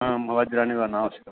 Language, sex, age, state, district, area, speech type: Sanskrit, male, 45-60, Telangana, Karimnagar, urban, conversation